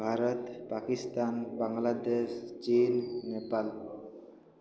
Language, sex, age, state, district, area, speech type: Odia, male, 18-30, Odisha, Koraput, urban, spontaneous